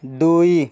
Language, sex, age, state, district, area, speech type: Odia, male, 30-45, Odisha, Balangir, urban, read